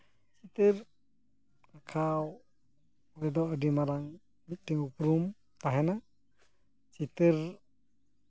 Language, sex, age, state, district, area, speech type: Santali, male, 60+, West Bengal, Purulia, rural, spontaneous